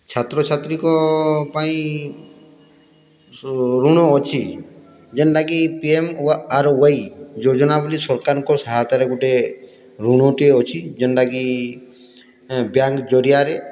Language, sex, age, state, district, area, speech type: Odia, male, 60+, Odisha, Boudh, rural, spontaneous